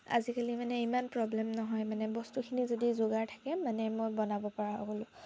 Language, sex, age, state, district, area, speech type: Assamese, female, 18-30, Assam, Sivasagar, rural, spontaneous